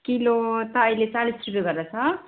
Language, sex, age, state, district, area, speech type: Nepali, female, 45-60, West Bengal, Darjeeling, rural, conversation